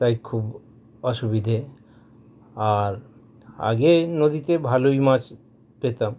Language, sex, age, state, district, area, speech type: Bengali, male, 45-60, West Bengal, Howrah, urban, spontaneous